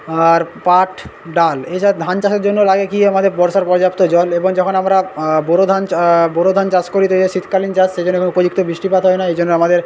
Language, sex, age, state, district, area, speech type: Bengali, male, 18-30, West Bengal, Paschim Medinipur, rural, spontaneous